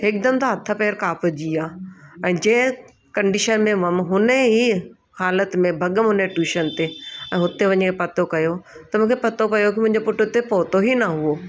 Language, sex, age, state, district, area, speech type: Sindhi, female, 30-45, Delhi, South Delhi, urban, spontaneous